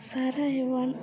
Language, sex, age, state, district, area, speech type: Gujarati, female, 18-30, Gujarat, Kutch, rural, spontaneous